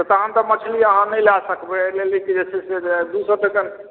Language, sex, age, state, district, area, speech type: Maithili, male, 45-60, Bihar, Supaul, rural, conversation